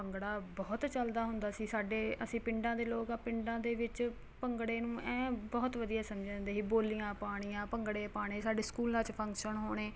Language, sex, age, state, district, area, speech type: Punjabi, female, 30-45, Punjab, Ludhiana, urban, spontaneous